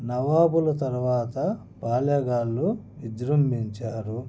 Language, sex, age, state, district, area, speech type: Telugu, male, 30-45, Andhra Pradesh, Annamaya, rural, spontaneous